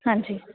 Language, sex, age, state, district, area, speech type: Punjabi, female, 30-45, Punjab, Patiala, urban, conversation